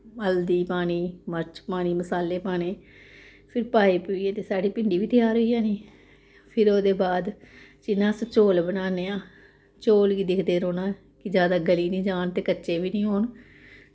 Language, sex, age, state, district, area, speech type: Dogri, female, 30-45, Jammu and Kashmir, Samba, rural, spontaneous